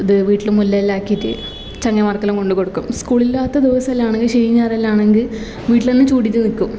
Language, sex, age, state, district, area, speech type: Malayalam, female, 18-30, Kerala, Kasaragod, rural, spontaneous